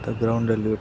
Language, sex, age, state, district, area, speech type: Kannada, male, 30-45, Karnataka, Dakshina Kannada, rural, spontaneous